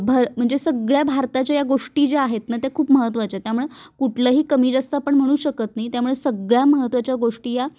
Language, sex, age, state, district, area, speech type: Marathi, female, 30-45, Maharashtra, Kolhapur, urban, spontaneous